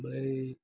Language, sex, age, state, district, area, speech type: Bodo, male, 45-60, Assam, Kokrajhar, rural, spontaneous